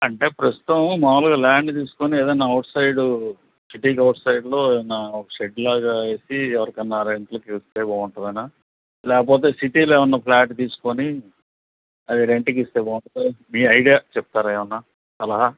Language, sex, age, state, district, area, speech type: Telugu, male, 60+, Andhra Pradesh, Nandyal, urban, conversation